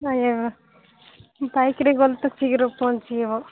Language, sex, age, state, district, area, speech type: Odia, female, 18-30, Odisha, Nabarangpur, urban, conversation